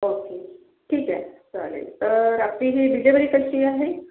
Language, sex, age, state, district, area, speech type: Marathi, female, 45-60, Maharashtra, Yavatmal, urban, conversation